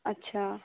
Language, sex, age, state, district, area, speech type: Urdu, female, 18-30, Delhi, East Delhi, urban, conversation